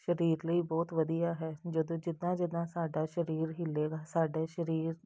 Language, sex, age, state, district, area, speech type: Punjabi, female, 30-45, Punjab, Jalandhar, urban, spontaneous